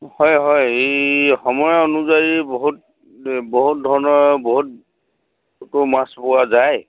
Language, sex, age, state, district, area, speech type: Assamese, male, 45-60, Assam, Dhemaji, rural, conversation